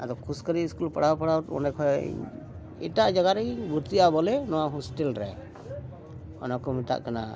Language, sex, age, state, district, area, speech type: Santali, male, 60+, West Bengal, Dakshin Dinajpur, rural, spontaneous